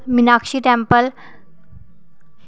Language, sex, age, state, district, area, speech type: Dogri, female, 30-45, Jammu and Kashmir, Reasi, urban, spontaneous